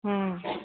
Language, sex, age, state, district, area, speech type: Odia, female, 30-45, Odisha, Jagatsinghpur, rural, conversation